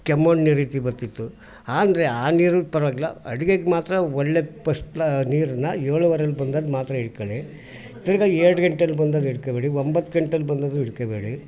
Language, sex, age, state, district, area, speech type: Kannada, male, 60+, Karnataka, Mysore, urban, spontaneous